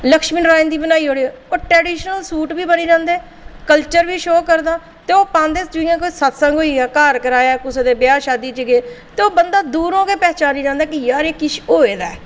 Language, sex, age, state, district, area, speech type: Dogri, female, 45-60, Jammu and Kashmir, Jammu, urban, spontaneous